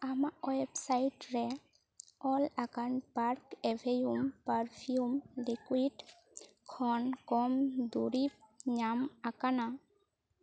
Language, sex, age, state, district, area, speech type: Santali, female, 18-30, West Bengal, Bankura, rural, read